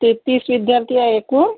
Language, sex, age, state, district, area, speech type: Marathi, female, 30-45, Maharashtra, Yavatmal, rural, conversation